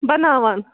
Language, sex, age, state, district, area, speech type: Kashmiri, female, 18-30, Jammu and Kashmir, Bandipora, rural, conversation